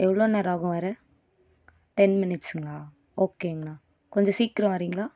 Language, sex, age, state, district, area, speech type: Tamil, female, 18-30, Tamil Nadu, Coimbatore, rural, spontaneous